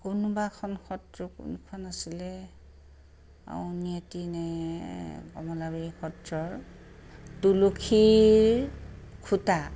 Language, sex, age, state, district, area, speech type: Assamese, female, 60+, Assam, Charaideo, urban, spontaneous